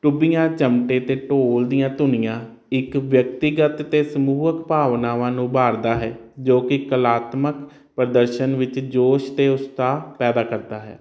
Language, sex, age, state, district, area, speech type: Punjabi, male, 30-45, Punjab, Hoshiarpur, urban, spontaneous